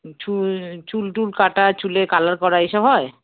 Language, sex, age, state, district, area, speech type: Bengali, female, 30-45, West Bengal, Darjeeling, rural, conversation